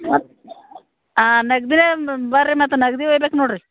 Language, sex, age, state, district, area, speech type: Kannada, female, 60+, Karnataka, Bidar, urban, conversation